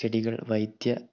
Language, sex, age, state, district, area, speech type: Malayalam, male, 18-30, Kerala, Kannur, rural, spontaneous